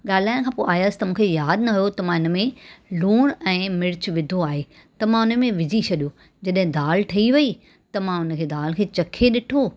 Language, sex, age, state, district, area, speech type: Sindhi, female, 45-60, Maharashtra, Mumbai Suburban, urban, spontaneous